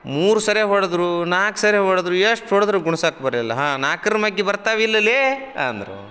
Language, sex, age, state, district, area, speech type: Kannada, male, 45-60, Karnataka, Koppal, rural, spontaneous